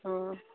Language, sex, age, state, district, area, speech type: Assamese, female, 30-45, Assam, Sivasagar, rural, conversation